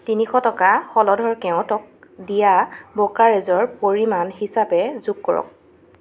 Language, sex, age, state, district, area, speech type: Assamese, female, 18-30, Assam, Jorhat, urban, read